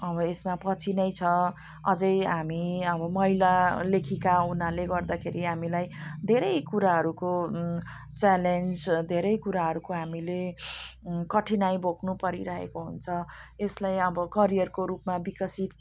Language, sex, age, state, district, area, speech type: Nepali, female, 45-60, West Bengal, Jalpaiguri, urban, spontaneous